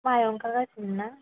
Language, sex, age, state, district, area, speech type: Bodo, female, 18-30, Assam, Kokrajhar, rural, conversation